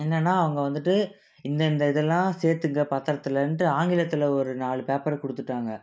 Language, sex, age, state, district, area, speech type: Tamil, male, 18-30, Tamil Nadu, Salem, urban, spontaneous